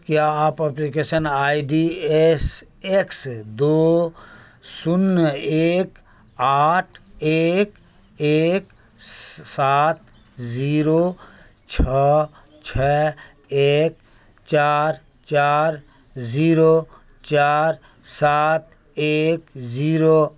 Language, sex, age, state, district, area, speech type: Urdu, male, 60+, Bihar, Khagaria, rural, read